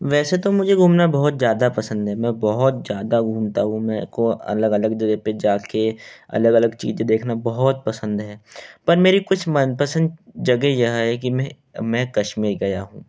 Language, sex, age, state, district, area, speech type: Hindi, male, 18-30, Madhya Pradesh, Betul, urban, spontaneous